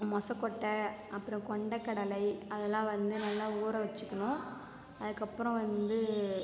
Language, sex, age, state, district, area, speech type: Tamil, female, 45-60, Tamil Nadu, Cuddalore, rural, spontaneous